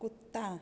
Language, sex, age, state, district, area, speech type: Hindi, female, 18-30, Bihar, Samastipur, rural, read